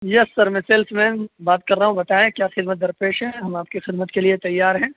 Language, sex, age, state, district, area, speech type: Urdu, male, 18-30, Uttar Pradesh, Saharanpur, urban, conversation